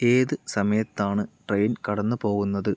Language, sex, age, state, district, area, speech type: Malayalam, male, 30-45, Kerala, Palakkad, rural, read